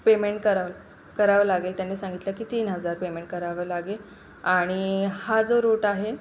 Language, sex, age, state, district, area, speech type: Marathi, female, 45-60, Maharashtra, Yavatmal, urban, spontaneous